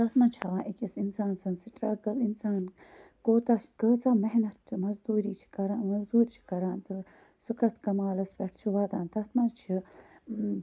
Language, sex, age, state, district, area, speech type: Kashmiri, female, 30-45, Jammu and Kashmir, Baramulla, rural, spontaneous